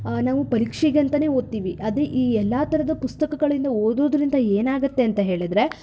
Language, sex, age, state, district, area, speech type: Kannada, female, 18-30, Karnataka, Shimoga, urban, spontaneous